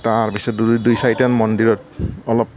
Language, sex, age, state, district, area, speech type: Assamese, male, 60+, Assam, Morigaon, rural, spontaneous